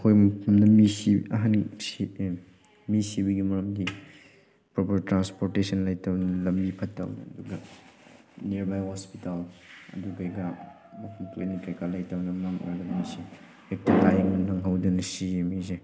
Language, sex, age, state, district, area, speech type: Manipuri, male, 18-30, Manipur, Chandel, rural, spontaneous